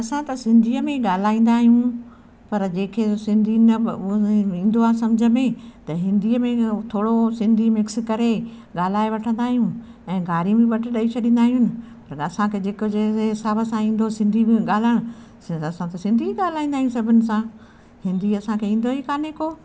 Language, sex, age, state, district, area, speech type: Sindhi, female, 60+, Madhya Pradesh, Katni, urban, spontaneous